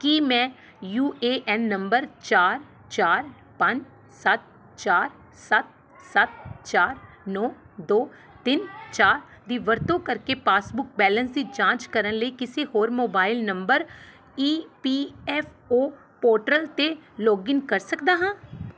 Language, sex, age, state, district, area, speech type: Punjabi, female, 30-45, Punjab, Pathankot, urban, read